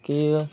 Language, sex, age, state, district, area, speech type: Marathi, male, 18-30, Maharashtra, Ratnagiri, rural, spontaneous